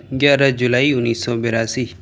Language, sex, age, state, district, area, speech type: Urdu, male, 30-45, Delhi, South Delhi, urban, spontaneous